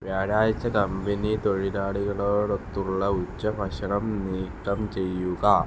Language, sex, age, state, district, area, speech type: Malayalam, male, 18-30, Kerala, Alappuzha, rural, read